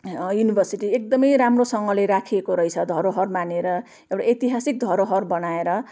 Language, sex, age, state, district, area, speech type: Nepali, female, 45-60, West Bengal, Jalpaiguri, urban, spontaneous